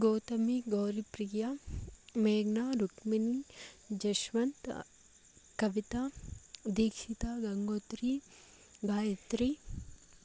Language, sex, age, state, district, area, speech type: Telugu, female, 18-30, Andhra Pradesh, Chittoor, urban, spontaneous